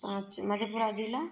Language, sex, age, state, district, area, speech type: Maithili, female, 30-45, Bihar, Madhepura, rural, spontaneous